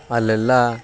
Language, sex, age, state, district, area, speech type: Kannada, male, 18-30, Karnataka, Dharwad, rural, spontaneous